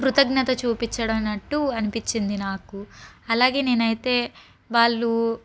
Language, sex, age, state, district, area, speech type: Telugu, female, 30-45, Andhra Pradesh, Palnadu, urban, spontaneous